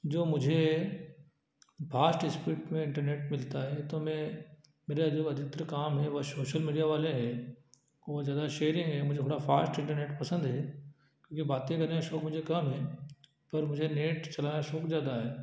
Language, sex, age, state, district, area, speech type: Hindi, male, 30-45, Madhya Pradesh, Ujjain, rural, spontaneous